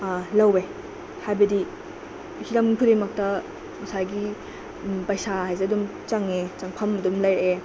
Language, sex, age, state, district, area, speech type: Manipuri, female, 18-30, Manipur, Bishnupur, rural, spontaneous